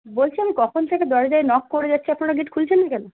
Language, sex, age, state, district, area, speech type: Bengali, female, 45-60, West Bengal, Darjeeling, urban, conversation